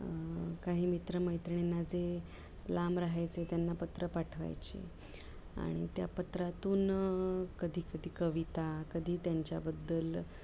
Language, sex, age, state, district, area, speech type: Marathi, female, 30-45, Maharashtra, Mumbai Suburban, urban, spontaneous